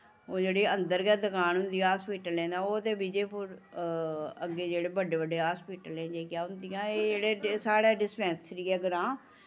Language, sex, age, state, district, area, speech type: Dogri, female, 45-60, Jammu and Kashmir, Samba, urban, spontaneous